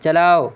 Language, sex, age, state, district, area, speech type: Urdu, male, 30-45, Uttar Pradesh, Shahjahanpur, urban, read